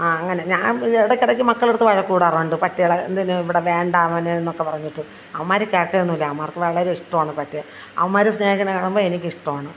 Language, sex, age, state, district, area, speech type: Malayalam, female, 45-60, Kerala, Thiruvananthapuram, rural, spontaneous